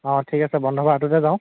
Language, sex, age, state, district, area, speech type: Assamese, male, 18-30, Assam, Lakhimpur, rural, conversation